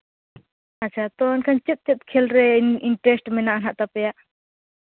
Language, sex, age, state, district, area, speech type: Santali, female, 18-30, Jharkhand, Seraikela Kharsawan, rural, conversation